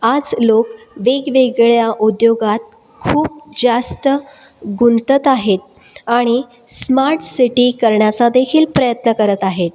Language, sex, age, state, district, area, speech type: Marathi, female, 30-45, Maharashtra, Buldhana, urban, spontaneous